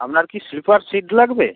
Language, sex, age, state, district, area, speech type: Bengali, male, 30-45, West Bengal, Howrah, urban, conversation